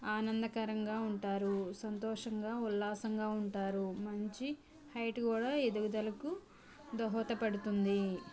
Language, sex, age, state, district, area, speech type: Telugu, female, 18-30, Andhra Pradesh, Konaseema, rural, spontaneous